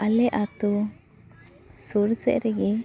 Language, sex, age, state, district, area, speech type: Santali, female, 18-30, West Bengal, Purba Bardhaman, rural, spontaneous